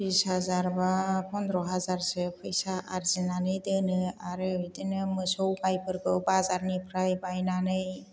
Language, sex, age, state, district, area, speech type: Bodo, female, 60+, Assam, Chirang, rural, spontaneous